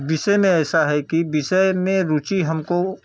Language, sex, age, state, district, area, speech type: Hindi, male, 60+, Uttar Pradesh, Jaunpur, urban, spontaneous